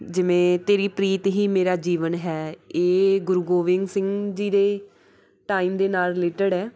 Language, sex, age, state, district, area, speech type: Punjabi, female, 18-30, Punjab, Patiala, urban, spontaneous